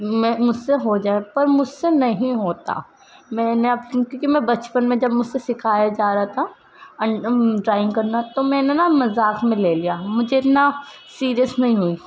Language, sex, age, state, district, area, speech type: Urdu, female, 18-30, Uttar Pradesh, Ghaziabad, rural, spontaneous